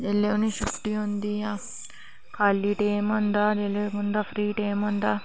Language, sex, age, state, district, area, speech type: Dogri, female, 18-30, Jammu and Kashmir, Reasi, rural, spontaneous